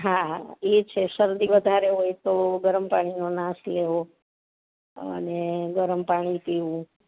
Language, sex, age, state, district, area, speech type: Gujarati, female, 45-60, Gujarat, Amreli, urban, conversation